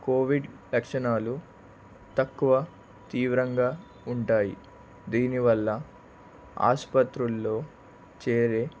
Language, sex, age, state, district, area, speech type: Telugu, male, 18-30, Andhra Pradesh, Palnadu, rural, spontaneous